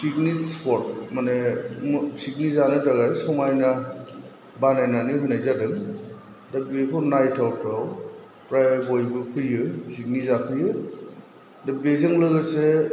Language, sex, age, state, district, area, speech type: Bodo, male, 45-60, Assam, Chirang, urban, spontaneous